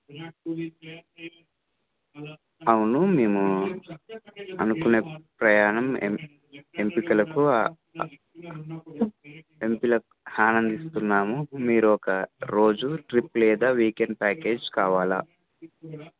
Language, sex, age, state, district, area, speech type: Telugu, male, 18-30, Telangana, Wanaparthy, urban, conversation